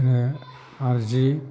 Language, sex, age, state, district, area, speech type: Bodo, male, 45-60, Assam, Kokrajhar, urban, spontaneous